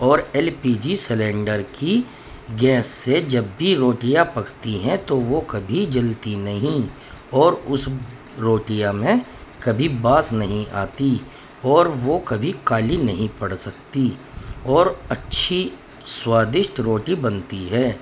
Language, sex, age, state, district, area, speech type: Urdu, male, 30-45, Uttar Pradesh, Muzaffarnagar, urban, spontaneous